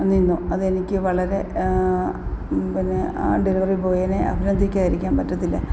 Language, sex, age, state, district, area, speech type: Malayalam, female, 45-60, Kerala, Alappuzha, rural, spontaneous